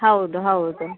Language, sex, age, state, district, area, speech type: Kannada, female, 30-45, Karnataka, Dakshina Kannada, urban, conversation